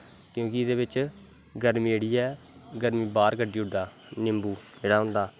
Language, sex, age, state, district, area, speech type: Dogri, male, 18-30, Jammu and Kashmir, Kathua, rural, spontaneous